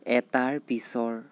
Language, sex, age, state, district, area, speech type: Assamese, male, 18-30, Assam, Nagaon, rural, read